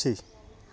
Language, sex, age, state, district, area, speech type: Hindi, male, 30-45, Madhya Pradesh, Hoshangabad, rural, read